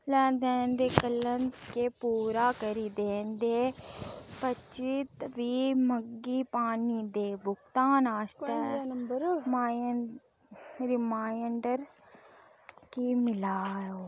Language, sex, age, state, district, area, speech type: Dogri, female, 60+, Jammu and Kashmir, Udhampur, rural, read